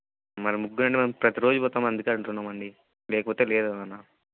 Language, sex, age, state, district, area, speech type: Telugu, male, 18-30, Andhra Pradesh, Kadapa, rural, conversation